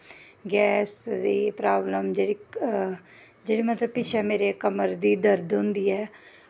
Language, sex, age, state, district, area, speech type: Dogri, female, 30-45, Jammu and Kashmir, Jammu, rural, spontaneous